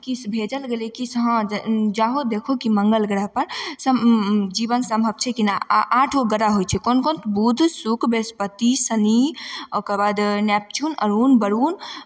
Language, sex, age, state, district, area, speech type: Maithili, female, 18-30, Bihar, Begusarai, urban, spontaneous